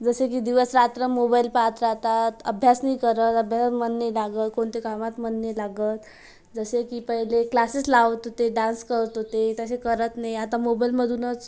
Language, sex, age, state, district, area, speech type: Marathi, female, 18-30, Maharashtra, Amravati, urban, spontaneous